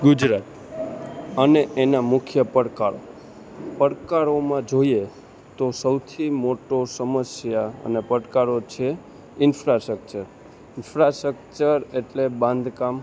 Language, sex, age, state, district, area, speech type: Gujarati, male, 18-30, Gujarat, Junagadh, urban, spontaneous